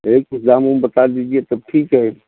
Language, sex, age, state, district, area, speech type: Hindi, male, 45-60, Uttar Pradesh, Jaunpur, rural, conversation